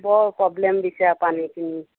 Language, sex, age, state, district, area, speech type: Assamese, female, 45-60, Assam, Sivasagar, rural, conversation